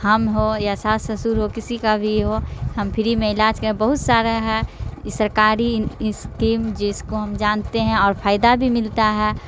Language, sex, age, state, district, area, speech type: Urdu, female, 45-60, Bihar, Darbhanga, rural, spontaneous